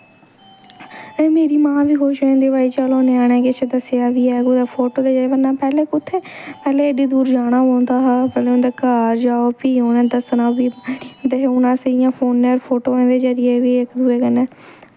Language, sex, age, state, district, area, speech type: Dogri, female, 18-30, Jammu and Kashmir, Jammu, rural, spontaneous